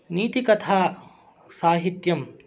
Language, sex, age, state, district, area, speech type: Sanskrit, male, 30-45, Karnataka, Shimoga, urban, spontaneous